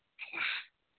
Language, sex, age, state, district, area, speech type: Manipuri, female, 45-60, Manipur, Churachandpur, urban, conversation